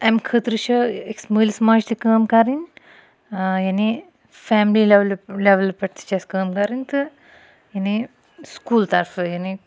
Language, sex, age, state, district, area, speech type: Kashmiri, female, 30-45, Jammu and Kashmir, Budgam, rural, spontaneous